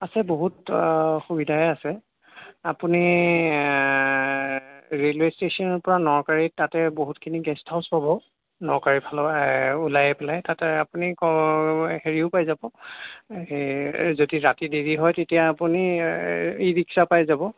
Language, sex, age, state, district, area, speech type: Assamese, male, 30-45, Assam, Lakhimpur, urban, conversation